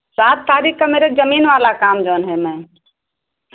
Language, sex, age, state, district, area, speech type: Hindi, female, 60+, Uttar Pradesh, Ayodhya, rural, conversation